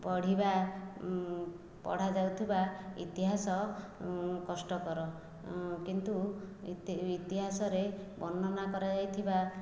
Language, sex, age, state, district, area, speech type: Odia, female, 45-60, Odisha, Jajpur, rural, spontaneous